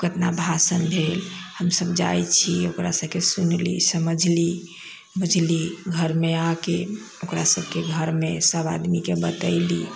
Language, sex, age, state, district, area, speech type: Maithili, female, 60+, Bihar, Sitamarhi, rural, spontaneous